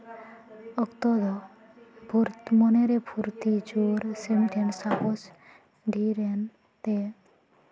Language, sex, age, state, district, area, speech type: Santali, female, 18-30, West Bengal, Purba Bardhaman, rural, spontaneous